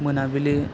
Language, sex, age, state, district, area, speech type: Bodo, male, 30-45, Assam, Chirang, rural, spontaneous